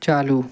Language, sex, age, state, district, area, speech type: Hindi, male, 30-45, Madhya Pradesh, Hoshangabad, urban, read